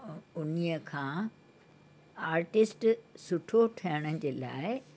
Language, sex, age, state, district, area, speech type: Sindhi, female, 60+, Uttar Pradesh, Lucknow, urban, spontaneous